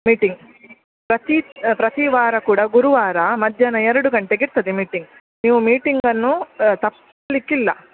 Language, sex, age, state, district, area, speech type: Kannada, female, 30-45, Karnataka, Udupi, rural, conversation